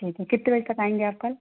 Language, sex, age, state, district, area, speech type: Hindi, female, 18-30, Madhya Pradesh, Katni, urban, conversation